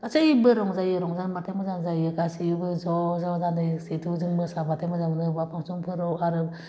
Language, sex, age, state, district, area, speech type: Bodo, female, 45-60, Assam, Udalguri, rural, spontaneous